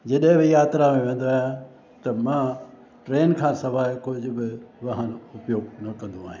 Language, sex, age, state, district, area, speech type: Sindhi, male, 60+, Gujarat, Junagadh, rural, spontaneous